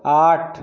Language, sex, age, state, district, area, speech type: Bengali, male, 60+, West Bengal, Jhargram, rural, read